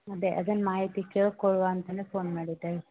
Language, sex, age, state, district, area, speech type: Kannada, female, 45-60, Karnataka, Uttara Kannada, rural, conversation